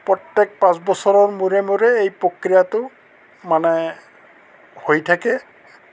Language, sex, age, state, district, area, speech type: Assamese, male, 60+, Assam, Goalpara, urban, spontaneous